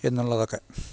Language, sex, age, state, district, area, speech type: Malayalam, male, 60+, Kerala, Idukki, rural, spontaneous